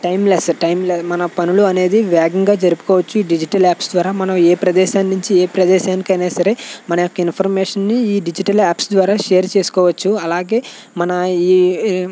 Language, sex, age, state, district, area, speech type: Telugu, male, 18-30, Andhra Pradesh, West Godavari, rural, spontaneous